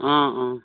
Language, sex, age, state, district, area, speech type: Assamese, female, 60+, Assam, Charaideo, rural, conversation